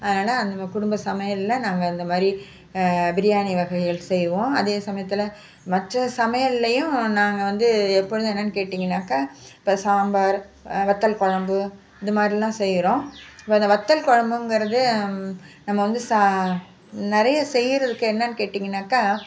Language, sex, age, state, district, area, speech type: Tamil, female, 60+, Tamil Nadu, Nagapattinam, urban, spontaneous